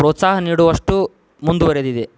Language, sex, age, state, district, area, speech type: Kannada, male, 18-30, Karnataka, Tumkur, rural, spontaneous